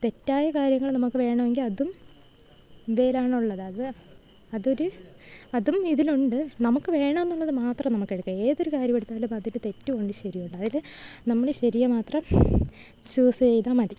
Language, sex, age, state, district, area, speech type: Malayalam, female, 18-30, Kerala, Thiruvananthapuram, rural, spontaneous